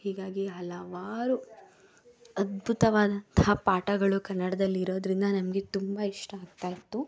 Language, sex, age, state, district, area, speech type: Kannada, female, 18-30, Karnataka, Mysore, urban, spontaneous